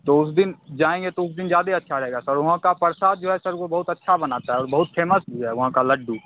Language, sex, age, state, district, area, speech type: Hindi, male, 18-30, Bihar, Begusarai, rural, conversation